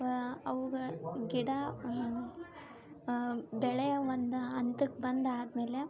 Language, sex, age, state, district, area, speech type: Kannada, female, 18-30, Karnataka, Koppal, rural, spontaneous